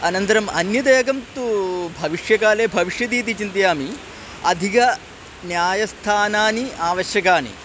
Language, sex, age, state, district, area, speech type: Sanskrit, male, 45-60, Kerala, Kollam, rural, spontaneous